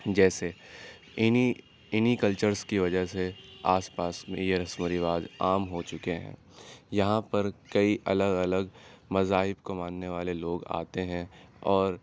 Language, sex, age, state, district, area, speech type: Urdu, male, 30-45, Uttar Pradesh, Aligarh, urban, spontaneous